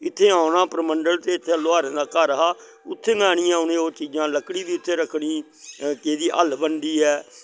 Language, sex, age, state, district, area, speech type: Dogri, male, 60+, Jammu and Kashmir, Samba, rural, spontaneous